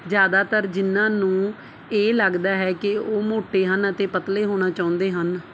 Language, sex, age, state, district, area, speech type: Punjabi, female, 30-45, Punjab, Barnala, rural, read